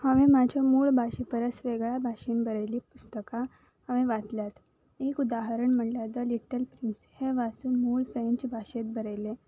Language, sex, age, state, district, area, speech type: Goan Konkani, female, 18-30, Goa, Salcete, rural, spontaneous